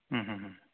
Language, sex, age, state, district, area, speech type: Bodo, male, 45-60, Assam, Baksa, rural, conversation